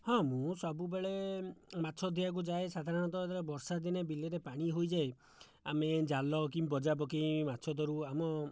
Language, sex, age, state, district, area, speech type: Odia, male, 60+, Odisha, Jajpur, rural, spontaneous